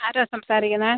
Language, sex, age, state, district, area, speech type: Malayalam, female, 30-45, Kerala, Alappuzha, rural, conversation